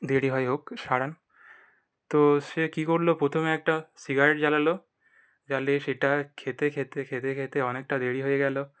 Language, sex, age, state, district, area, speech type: Bengali, male, 18-30, West Bengal, North 24 Parganas, urban, spontaneous